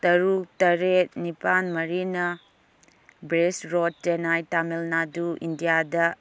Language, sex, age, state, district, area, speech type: Manipuri, female, 30-45, Manipur, Kangpokpi, urban, read